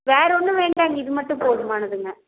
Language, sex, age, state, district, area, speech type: Tamil, female, 45-60, Tamil Nadu, Erode, rural, conversation